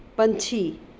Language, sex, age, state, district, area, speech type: Punjabi, female, 30-45, Punjab, Mohali, urban, read